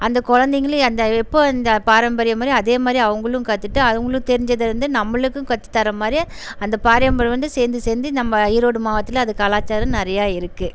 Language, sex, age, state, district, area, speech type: Tamil, female, 30-45, Tamil Nadu, Erode, rural, spontaneous